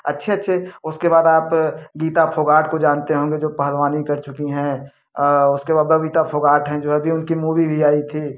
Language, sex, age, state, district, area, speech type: Hindi, male, 30-45, Uttar Pradesh, Prayagraj, urban, spontaneous